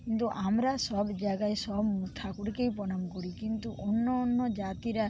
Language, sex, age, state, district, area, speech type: Bengali, female, 45-60, West Bengal, Paschim Medinipur, rural, spontaneous